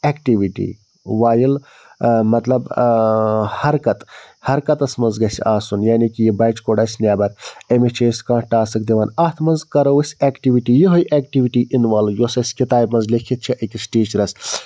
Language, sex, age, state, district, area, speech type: Kashmiri, male, 30-45, Jammu and Kashmir, Budgam, rural, spontaneous